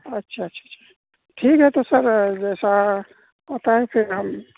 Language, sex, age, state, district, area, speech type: Urdu, male, 30-45, Bihar, Purnia, rural, conversation